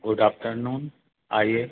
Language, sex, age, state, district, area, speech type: Hindi, male, 60+, Madhya Pradesh, Balaghat, rural, conversation